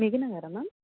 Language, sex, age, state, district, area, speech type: Telugu, female, 18-30, Telangana, Medchal, urban, conversation